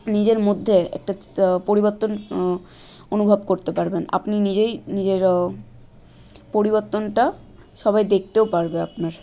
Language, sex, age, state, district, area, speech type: Bengali, female, 18-30, West Bengal, Malda, rural, spontaneous